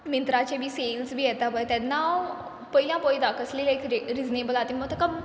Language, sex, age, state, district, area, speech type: Goan Konkani, female, 18-30, Goa, Quepem, rural, spontaneous